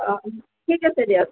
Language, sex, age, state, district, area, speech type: Assamese, female, 18-30, Assam, Sonitpur, rural, conversation